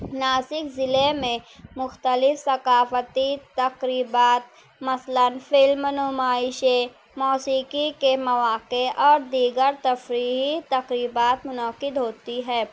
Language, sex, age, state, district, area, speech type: Urdu, female, 18-30, Maharashtra, Nashik, urban, spontaneous